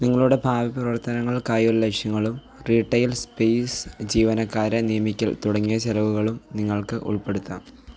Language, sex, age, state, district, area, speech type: Malayalam, male, 18-30, Kerala, Pathanamthitta, rural, read